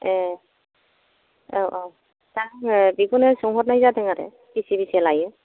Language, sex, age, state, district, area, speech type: Bodo, female, 45-60, Assam, Kokrajhar, rural, conversation